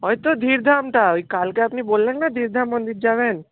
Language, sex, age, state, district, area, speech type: Bengali, male, 18-30, West Bengal, Darjeeling, urban, conversation